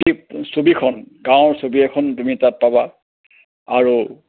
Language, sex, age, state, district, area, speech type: Assamese, male, 60+, Assam, Kamrup Metropolitan, urban, conversation